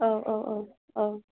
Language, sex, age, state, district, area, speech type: Bodo, female, 30-45, Assam, Udalguri, rural, conversation